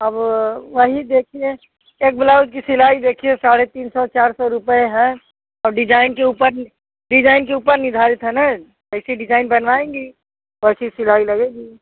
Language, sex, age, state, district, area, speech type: Hindi, female, 60+, Uttar Pradesh, Azamgarh, rural, conversation